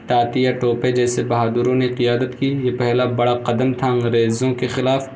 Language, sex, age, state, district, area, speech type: Urdu, male, 18-30, Uttar Pradesh, Balrampur, rural, spontaneous